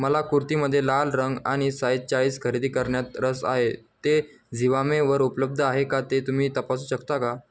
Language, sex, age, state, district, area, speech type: Marathi, male, 18-30, Maharashtra, Jalna, urban, read